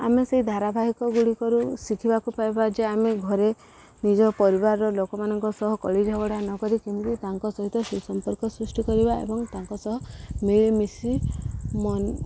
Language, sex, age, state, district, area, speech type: Odia, female, 45-60, Odisha, Subarnapur, urban, spontaneous